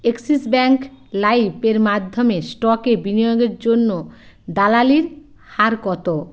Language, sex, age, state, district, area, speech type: Bengali, female, 45-60, West Bengal, Hooghly, rural, read